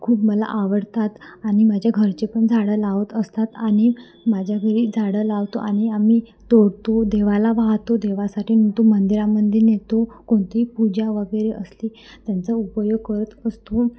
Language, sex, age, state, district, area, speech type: Marathi, female, 18-30, Maharashtra, Wardha, urban, spontaneous